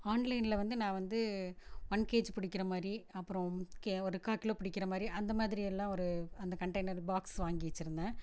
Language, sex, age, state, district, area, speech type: Tamil, female, 45-60, Tamil Nadu, Erode, rural, spontaneous